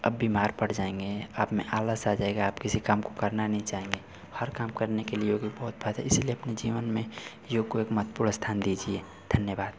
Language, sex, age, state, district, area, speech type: Hindi, male, 30-45, Uttar Pradesh, Mau, rural, spontaneous